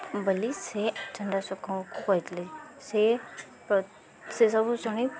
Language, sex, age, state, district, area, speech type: Odia, female, 18-30, Odisha, Subarnapur, urban, spontaneous